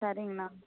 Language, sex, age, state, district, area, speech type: Tamil, female, 18-30, Tamil Nadu, Kallakurichi, rural, conversation